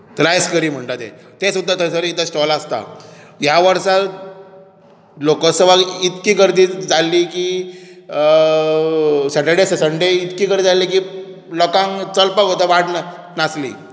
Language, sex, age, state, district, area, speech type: Goan Konkani, male, 18-30, Goa, Bardez, urban, spontaneous